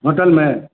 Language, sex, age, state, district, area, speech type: Urdu, male, 18-30, Bihar, Purnia, rural, conversation